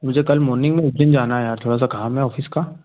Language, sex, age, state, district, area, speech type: Hindi, male, 18-30, Madhya Pradesh, Ujjain, rural, conversation